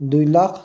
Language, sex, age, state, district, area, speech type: Assamese, male, 60+, Assam, Tinsukia, urban, spontaneous